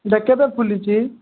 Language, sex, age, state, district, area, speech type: Odia, male, 45-60, Odisha, Nabarangpur, rural, conversation